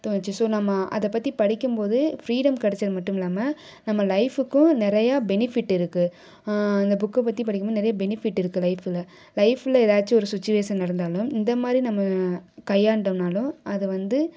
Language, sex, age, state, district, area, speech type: Tamil, female, 18-30, Tamil Nadu, Sivaganga, rural, spontaneous